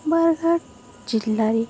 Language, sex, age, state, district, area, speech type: Odia, female, 45-60, Odisha, Balangir, urban, spontaneous